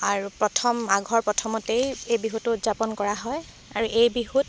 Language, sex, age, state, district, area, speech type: Assamese, female, 18-30, Assam, Dibrugarh, rural, spontaneous